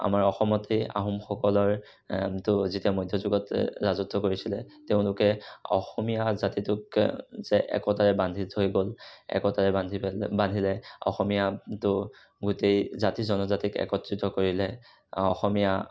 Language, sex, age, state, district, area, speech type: Assamese, male, 60+, Assam, Kamrup Metropolitan, urban, spontaneous